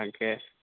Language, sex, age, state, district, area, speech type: Assamese, male, 18-30, Assam, Lakhimpur, urban, conversation